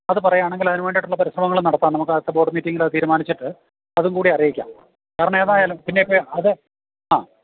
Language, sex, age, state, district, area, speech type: Malayalam, male, 60+, Kerala, Idukki, rural, conversation